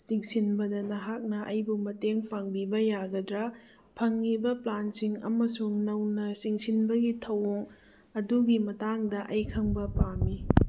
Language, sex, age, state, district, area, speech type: Manipuri, female, 45-60, Manipur, Churachandpur, rural, read